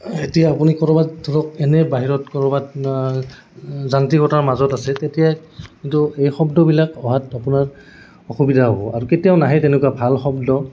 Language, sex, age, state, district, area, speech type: Assamese, male, 18-30, Assam, Goalpara, urban, spontaneous